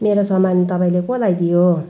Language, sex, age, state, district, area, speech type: Nepali, female, 60+, West Bengal, Jalpaiguri, rural, spontaneous